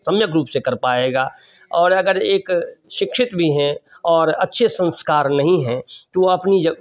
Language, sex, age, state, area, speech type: Hindi, male, 60+, Bihar, urban, spontaneous